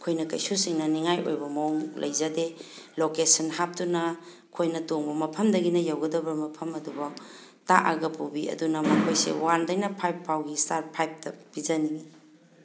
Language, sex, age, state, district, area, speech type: Manipuri, female, 45-60, Manipur, Thoubal, rural, spontaneous